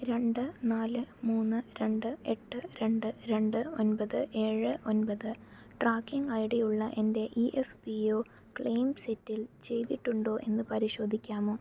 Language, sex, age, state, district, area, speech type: Malayalam, female, 18-30, Kerala, Palakkad, urban, read